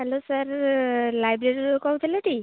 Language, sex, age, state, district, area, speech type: Odia, female, 18-30, Odisha, Jagatsinghpur, rural, conversation